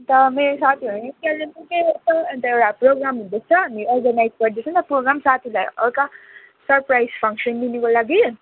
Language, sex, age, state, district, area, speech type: Nepali, female, 45-60, West Bengal, Kalimpong, rural, conversation